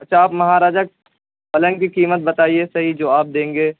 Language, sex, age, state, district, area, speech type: Urdu, male, 18-30, Bihar, Purnia, rural, conversation